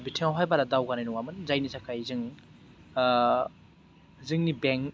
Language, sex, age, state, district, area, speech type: Bodo, male, 18-30, Assam, Baksa, rural, spontaneous